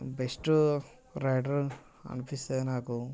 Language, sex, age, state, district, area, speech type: Telugu, male, 18-30, Telangana, Mancherial, rural, spontaneous